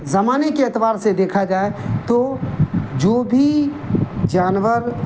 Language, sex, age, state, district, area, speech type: Urdu, male, 45-60, Bihar, Darbhanga, rural, spontaneous